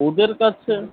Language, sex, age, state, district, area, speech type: Bengali, male, 30-45, West Bengal, Kolkata, urban, conversation